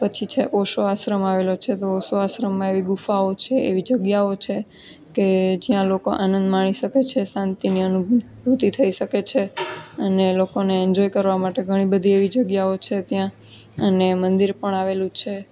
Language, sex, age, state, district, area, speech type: Gujarati, female, 18-30, Gujarat, Junagadh, urban, spontaneous